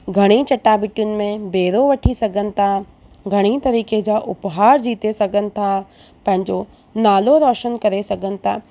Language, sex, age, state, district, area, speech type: Sindhi, female, 30-45, Rajasthan, Ajmer, urban, spontaneous